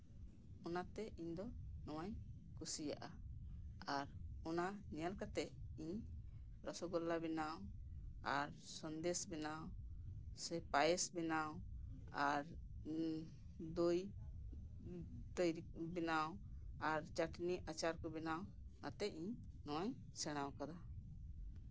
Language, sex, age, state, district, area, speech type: Santali, female, 45-60, West Bengal, Birbhum, rural, spontaneous